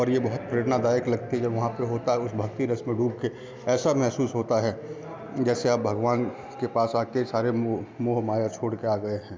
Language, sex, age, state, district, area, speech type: Hindi, male, 30-45, Bihar, Darbhanga, rural, spontaneous